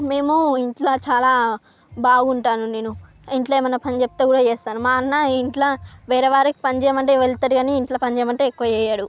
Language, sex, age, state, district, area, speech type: Telugu, female, 45-60, Andhra Pradesh, Srikakulam, urban, spontaneous